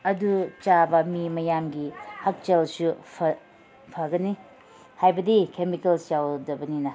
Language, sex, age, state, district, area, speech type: Manipuri, female, 45-60, Manipur, Senapati, rural, spontaneous